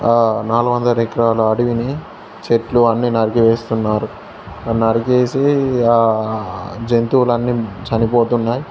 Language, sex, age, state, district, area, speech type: Telugu, male, 18-30, Telangana, Jangaon, urban, spontaneous